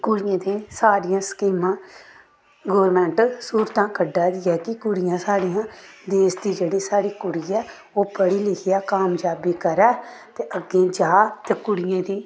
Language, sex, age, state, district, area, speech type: Dogri, female, 30-45, Jammu and Kashmir, Samba, rural, spontaneous